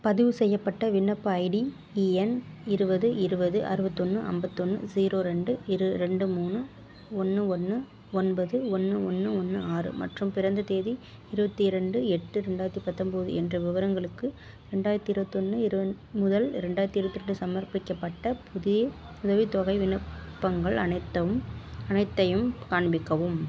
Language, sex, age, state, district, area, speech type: Tamil, female, 30-45, Tamil Nadu, Mayiladuthurai, urban, read